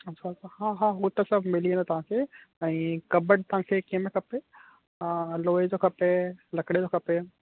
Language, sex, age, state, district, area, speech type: Sindhi, male, 18-30, Gujarat, Kutch, urban, conversation